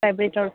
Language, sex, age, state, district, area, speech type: Assamese, female, 18-30, Assam, Goalpara, rural, conversation